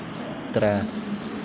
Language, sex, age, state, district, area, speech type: Dogri, male, 18-30, Jammu and Kashmir, Kathua, rural, read